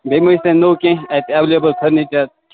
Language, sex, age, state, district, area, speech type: Kashmiri, male, 18-30, Jammu and Kashmir, Kupwara, rural, conversation